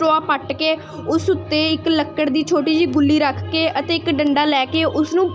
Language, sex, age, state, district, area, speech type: Punjabi, female, 18-30, Punjab, Mansa, rural, spontaneous